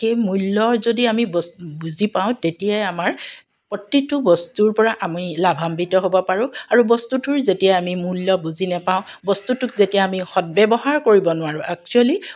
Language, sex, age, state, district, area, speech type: Assamese, female, 45-60, Assam, Dibrugarh, urban, spontaneous